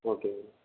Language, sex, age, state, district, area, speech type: Tamil, male, 18-30, Tamil Nadu, Erode, rural, conversation